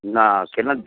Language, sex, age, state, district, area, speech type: Bengali, male, 60+, West Bengal, Hooghly, rural, conversation